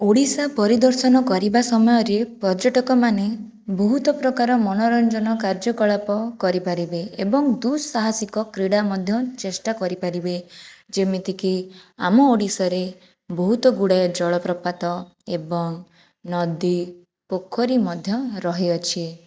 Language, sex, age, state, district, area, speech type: Odia, female, 45-60, Odisha, Jajpur, rural, spontaneous